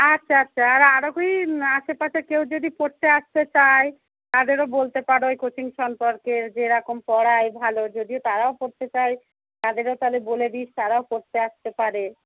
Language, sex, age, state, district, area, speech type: Bengali, female, 30-45, West Bengal, Darjeeling, urban, conversation